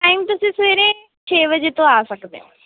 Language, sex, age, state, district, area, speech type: Punjabi, female, 18-30, Punjab, Barnala, rural, conversation